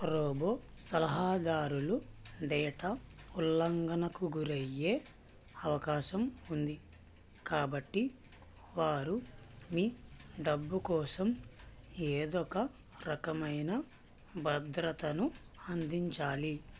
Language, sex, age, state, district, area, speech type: Telugu, male, 18-30, Andhra Pradesh, Krishna, rural, read